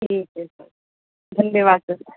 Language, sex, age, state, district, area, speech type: Hindi, female, 18-30, Rajasthan, Jodhpur, urban, conversation